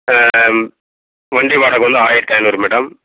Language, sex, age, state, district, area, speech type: Tamil, male, 45-60, Tamil Nadu, Viluppuram, rural, conversation